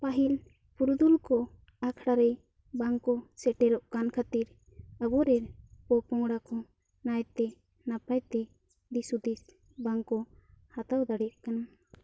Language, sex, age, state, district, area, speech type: Santali, female, 18-30, West Bengal, Bankura, rural, spontaneous